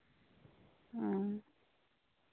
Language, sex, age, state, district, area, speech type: Santali, female, 30-45, Jharkhand, Seraikela Kharsawan, rural, conversation